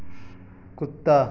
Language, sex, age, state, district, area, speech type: Hindi, male, 45-60, Uttar Pradesh, Pratapgarh, rural, read